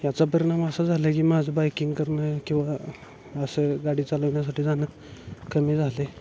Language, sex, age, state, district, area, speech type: Marathi, male, 18-30, Maharashtra, Satara, rural, spontaneous